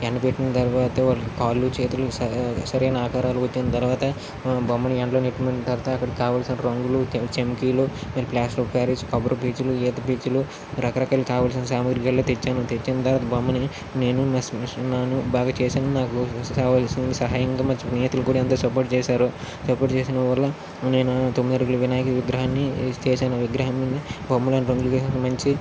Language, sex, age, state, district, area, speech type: Telugu, male, 30-45, Andhra Pradesh, Srikakulam, urban, spontaneous